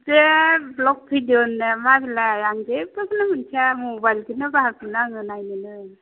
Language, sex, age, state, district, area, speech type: Bodo, female, 30-45, Assam, Chirang, rural, conversation